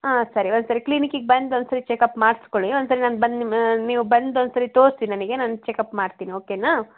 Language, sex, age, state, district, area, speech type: Kannada, female, 45-60, Karnataka, Hassan, urban, conversation